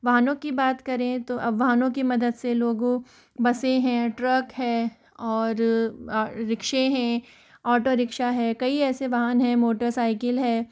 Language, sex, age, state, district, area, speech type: Hindi, female, 30-45, Rajasthan, Jaipur, urban, spontaneous